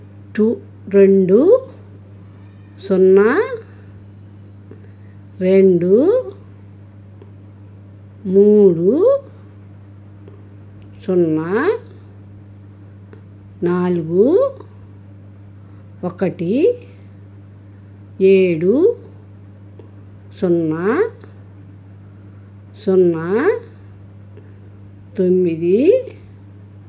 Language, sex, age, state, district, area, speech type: Telugu, female, 60+, Andhra Pradesh, Krishna, urban, read